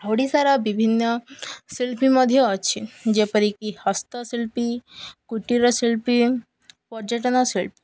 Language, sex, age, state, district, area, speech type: Odia, female, 18-30, Odisha, Koraput, urban, spontaneous